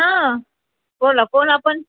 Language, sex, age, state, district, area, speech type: Marathi, female, 45-60, Maharashtra, Nanded, urban, conversation